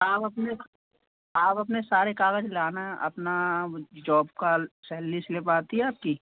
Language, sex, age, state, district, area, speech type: Hindi, male, 30-45, Madhya Pradesh, Gwalior, rural, conversation